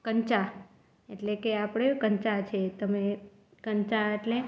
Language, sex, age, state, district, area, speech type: Gujarati, female, 18-30, Gujarat, Junagadh, rural, spontaneous